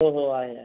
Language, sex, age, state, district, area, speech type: Marathi, male, 18-30, Maharashtra, Raigad, rural, conversation